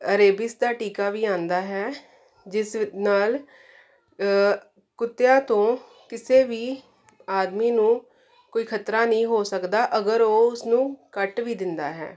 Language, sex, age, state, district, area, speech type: Punjabi, female, 30-45, Punjab, Jalandhar, urban, spontaneous